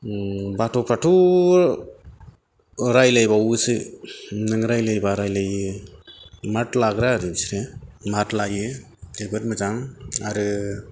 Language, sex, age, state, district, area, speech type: Bodo, male, 45-60, Assam, Kokrajhar, rural, spontaneous